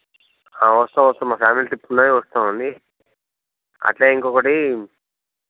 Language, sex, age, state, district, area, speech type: Telugu, male, 30-45, Telangana, Jangaon, rural, conversation